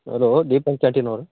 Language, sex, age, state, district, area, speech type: Kannada, male, 45-60, Karnataka, Raichur, rural, conversation